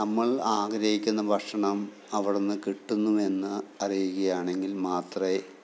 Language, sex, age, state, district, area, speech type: Malayalam, male, 45-60, Kerala, Thiruvananthapuram, rural, spontaneous